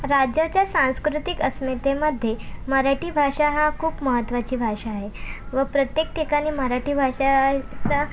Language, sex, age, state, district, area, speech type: Marathi, female, 18-30, Maharashtra, Thane, urban, spontaneous